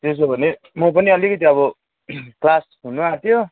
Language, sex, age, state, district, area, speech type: Nepali, male, 18-30, West Bengal, Kalimpong, rural, conversation